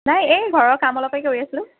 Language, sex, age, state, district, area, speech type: Assamese, female, 30-45, Assam, Dibrugarh, urban, conversation